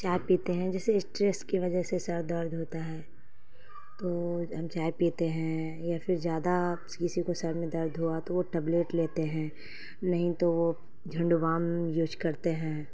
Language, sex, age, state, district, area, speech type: Urdu, female, 30-45, Bihar, Khagaria, rural, spontaneous